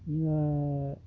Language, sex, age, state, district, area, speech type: Kannada, male, 30-45, Karnataka, Dharwad, rural, spontaneous